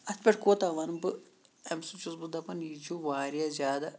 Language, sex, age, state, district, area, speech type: Kashmiri, male, 45-60, Jammu and Kashmir, Shopian, urban, spontaneous